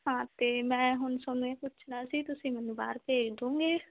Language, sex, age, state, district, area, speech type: Punjabi, female, 30-45, Punjab, Mansa, urban, conversation